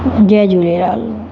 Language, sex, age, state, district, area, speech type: Sindhi, female, 60+, Maharashtra, Mumbai Suburban, rural, spontaneous